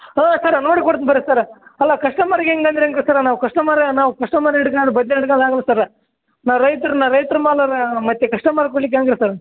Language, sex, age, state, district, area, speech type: Kannada, male, 18-30, Karnataka, Bellary, urban, conversation